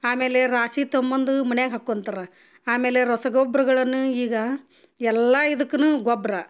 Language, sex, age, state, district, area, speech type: Kannada, female, 30-45, Karnataka, Gadag, rural, spontaneous